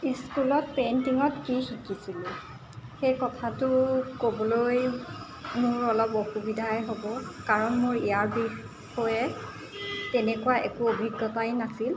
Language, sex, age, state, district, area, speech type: Assamese, female, 18-30, Assam, Jorhat, urban, spontaneous